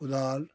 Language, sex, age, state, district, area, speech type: Hindi, male, 60+, Uttar Pradesh, Ghazipur, rural, spontaneous